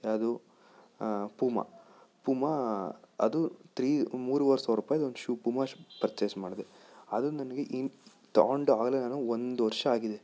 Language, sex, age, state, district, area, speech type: Kannada, male, 18-30, Karnataka, Chikkaballapur, urban, spontaneous